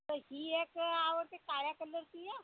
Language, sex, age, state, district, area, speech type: Marathi, female, 45-60, Maharashtra, Gondia, rural, conversation